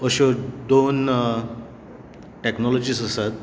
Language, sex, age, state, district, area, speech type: Goan Konkani, male, 45-60, Goa, Tiswadi, rural, spontaneous